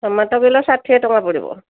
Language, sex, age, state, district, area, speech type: Odia, female, 60+, Odisha, Angul, rural, conversation